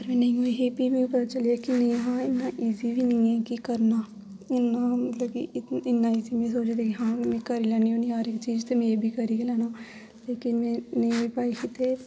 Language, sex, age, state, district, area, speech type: Dogri, female, 18-30, Jammu and Kashmir, Jammu, rural, spontaneous